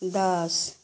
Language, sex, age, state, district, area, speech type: Hindi, female, 60+, Bihar, Samastipur, urban, spontaneous